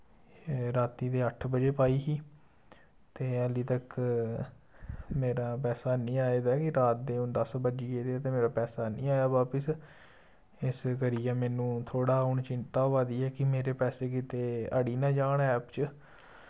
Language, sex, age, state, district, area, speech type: Dogri, male, 18-30, Jammu and Kashmir, Samba, rural, spontaneous